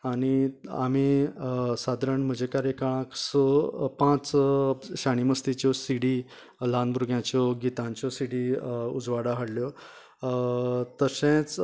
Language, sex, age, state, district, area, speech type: Goan Konkani, male, 45-60, Goa, Canacona, rural, spontaneous